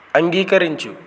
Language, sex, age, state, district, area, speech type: Telugu, male, 18-30, Andhra Pradesh, Eluru, rural, read